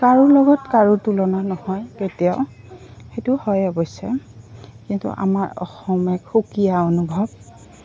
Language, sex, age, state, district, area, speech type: Assamese, female, 45-60, Assam, Goalpara, urban, spontaneous